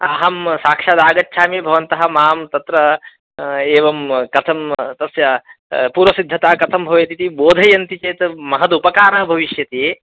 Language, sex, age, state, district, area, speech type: Sanskrit, male, 30-45, Karnataka, Uttara Kannada, rural, conversation